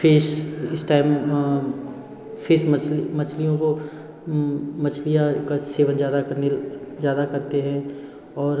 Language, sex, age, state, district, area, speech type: Hindi, male, 30-45, Bihar, Darbhanga, rural, spontaneous